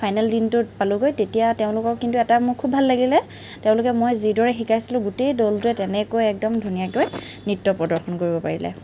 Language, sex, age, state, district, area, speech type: Assamese, female, 30-45, Assam, Kamrup Metropolitan, urban, spontaneous